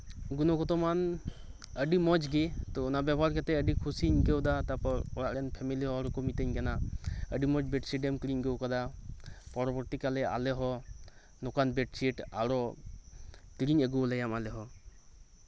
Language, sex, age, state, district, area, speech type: Santali, male, 18-30, West Bengal, Birbhum, rural, spontaneous